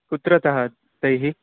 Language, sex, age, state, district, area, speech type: Sanskrit, male, 18-30, Karnataka, Chikkamagaluru, rural, conversation